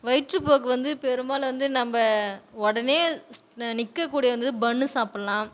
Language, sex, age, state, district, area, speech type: Tamil, female, 30-45, Tamil Nadu, Tiruvannamalai, rural, spontaneous